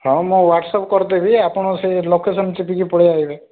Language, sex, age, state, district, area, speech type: Odia, male, 30-45, Odisha, Rayagada, urban, conversation